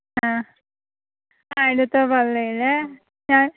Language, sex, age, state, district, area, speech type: Malayalam, female, 18-30, Kerala, Alappuzha, rural, conversation